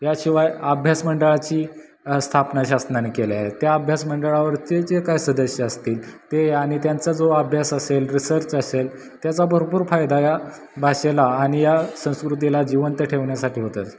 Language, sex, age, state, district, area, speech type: Marathi, male, 18-30, Maharashtra, Satara, rural, spontaneous